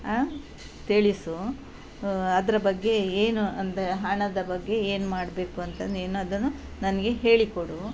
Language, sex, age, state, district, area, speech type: Kannada, female, 60+, Karnataka, Udupi, rural, spontaneous